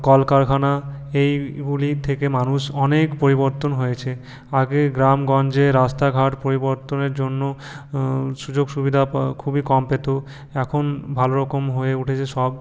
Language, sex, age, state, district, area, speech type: Bengali, male, 18-30, West Bengal, Purulia, urban, spontaneous